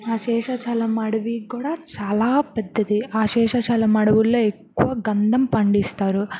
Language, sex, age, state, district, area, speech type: Telugu, female, 18-30, Andhra Pradesh, Bapatla, rural, spontaneous